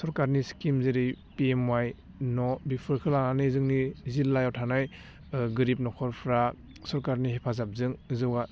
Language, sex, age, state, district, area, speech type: Bodo, male, 18-30, Assam, Udalguri, urban, spontaneous